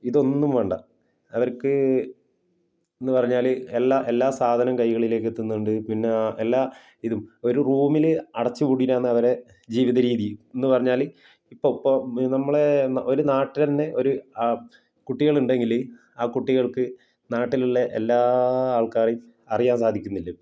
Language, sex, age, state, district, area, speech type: Malayalam, male, 30-45, Kerala, Kasaragod, rural, spontaneous